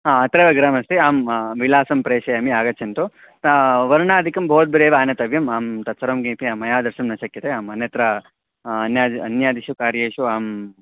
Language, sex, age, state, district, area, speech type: Sanskrit, male, 18-30, Karnataka, Mandya, rural, conversation